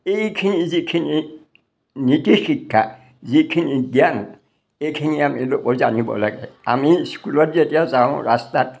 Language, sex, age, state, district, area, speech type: Assamese, male, 60+, Assam, Majuli, urban, spontaneous